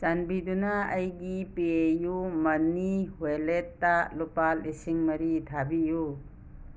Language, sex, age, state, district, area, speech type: Manipuri, female, 60+, Manipur, Imphal West, rural, read